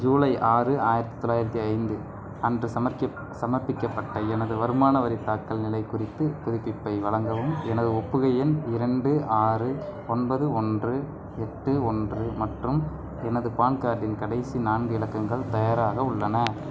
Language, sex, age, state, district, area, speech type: Tamil, male, 18-30, Tamil Nadu, Madurai, rural, read